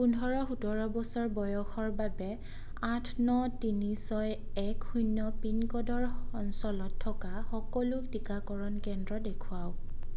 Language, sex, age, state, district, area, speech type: Assamese, female, 18-30, Assam, Sonitpur, rural, read